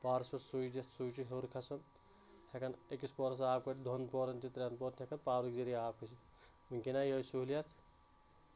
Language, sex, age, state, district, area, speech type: Kashmiri, male, 30-45, Jammu and Kashmir, Anantnag, rural, spontaneous